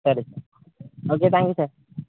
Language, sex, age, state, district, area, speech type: Telugu, male, 18-30, Telangana, Bhadradri Kothagudem, urban, conversation